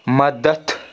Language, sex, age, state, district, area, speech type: Kashmiri, male, 30-45, Jammu and Kashmir, Anantnag, rural, read